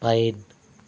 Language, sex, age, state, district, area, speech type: Telugu, male, 45-60, Andhra Pradesh, East Godavari, rural, read